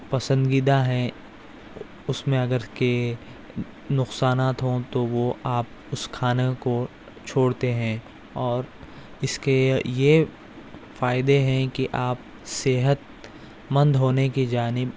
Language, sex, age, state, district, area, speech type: Urdu, male, 18-30, Telangana, Hyderabad, urban, spontaneous